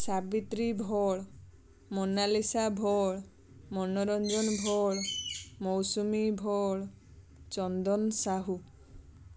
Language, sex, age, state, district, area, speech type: Odia, female, 30-45, Odisha, Balasore, rural, spontaneous